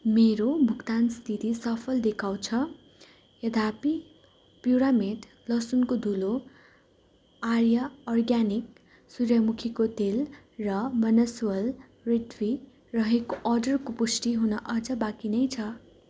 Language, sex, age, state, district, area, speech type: Nepali, female, 18-30, West Bengal, Darjeeling, rural, read